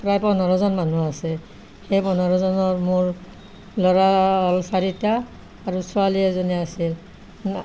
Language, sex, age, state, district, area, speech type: Assamese, female, 60+, Assam, Nalbari, rural, spontaneous